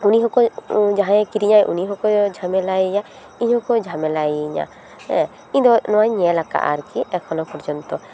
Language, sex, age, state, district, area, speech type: Santali, female, 30-45, West Bengal, Paschim Bardhaman, urban, spontaneous